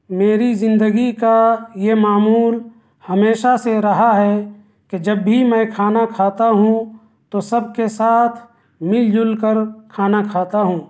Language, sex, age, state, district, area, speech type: Urdu, male, 30-45, Delhi, South Delhi, urban, spontaneous